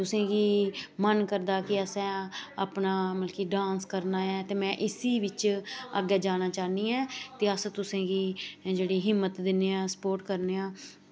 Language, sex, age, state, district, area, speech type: Dogri, female, 45-60, Jammu and Kashmir, Samba, urban, spontaneous